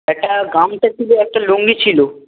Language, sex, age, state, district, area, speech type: Bengali, male, 18-30, West Bengal, Uttar Dinajpur, urban, conversation